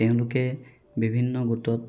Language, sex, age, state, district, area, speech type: Assamese, male, 30-45, Assam, Golaghat, urban, spontaneous